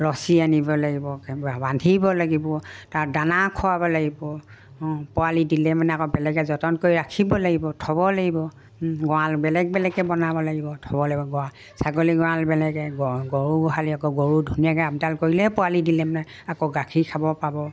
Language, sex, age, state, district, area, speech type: Assamese, female, 60+, Assam, Dibrugarh, rural, spontaneous